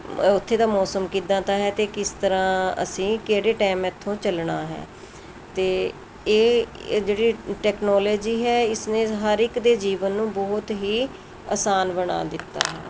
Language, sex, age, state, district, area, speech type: Punjabi, female, 45-60, Punjab, Mohali, urban, spontaneous